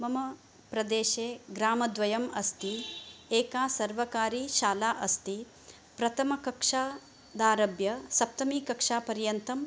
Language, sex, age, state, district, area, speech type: Sanskrit, female, 45-60, Karnataka, Uttara Kannada, rural, spontaneous